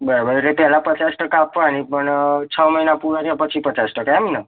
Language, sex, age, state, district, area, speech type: Gujarati, male, 18-30, Gujarat, Mehsana, rural, conversation